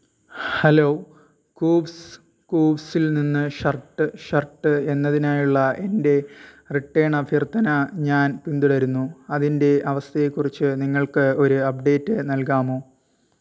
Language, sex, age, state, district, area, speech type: Malayalam, male, 18-30, Kerala, Thiruvananthapuram, rural, read